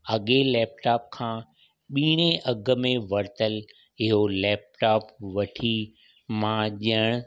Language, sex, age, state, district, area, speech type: Sindhi, male, 60+, Maharashtra, Mumbai Suburban, urban, spontaneous